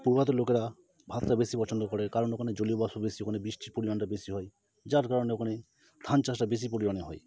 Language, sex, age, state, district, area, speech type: Bengali, male, 30-45, West Bengal, Howrah, urban, spontaneous